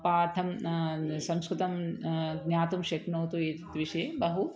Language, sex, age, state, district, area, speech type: Sanskrit, female, 30-45, Telangana, Ranga Reddy, urban, spontaneous